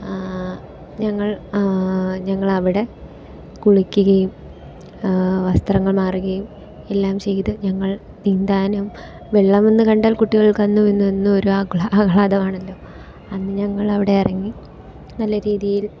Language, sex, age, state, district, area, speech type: Malayalam, female, 18-30, Kerala, Ernakulam, rural, spontaneous